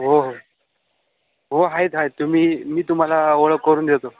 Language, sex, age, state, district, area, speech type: Marathi, male, 18-30, Maharashtra, Sindhudurg, rural, conversation